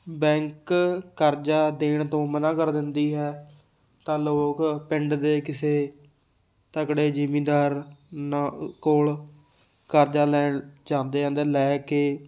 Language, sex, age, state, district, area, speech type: Punjabi, male, 18-30, Punjab, Fatehgarh Sahib, rural, spontaneous